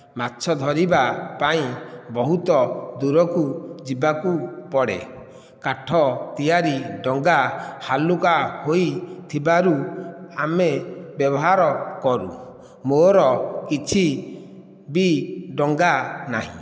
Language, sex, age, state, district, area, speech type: Odia, male, 45-60, Odisha, Nayagarh, rural, spontaneous